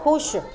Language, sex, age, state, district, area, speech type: Punjabi, female, 30-45, Punjab, Pathankot, rural, read